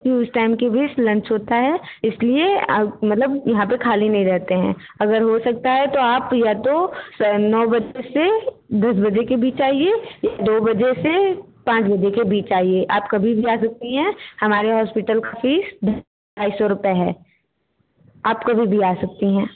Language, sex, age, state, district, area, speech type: Hindi, female, 18-30, Uttar Pradesh, Bhadohi, rural, conversation